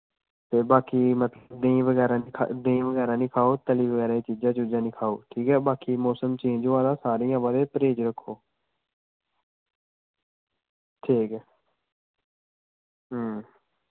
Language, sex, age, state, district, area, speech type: Dogri, male, 18-30, Jammu and Kashmir, Samba, rural, conversation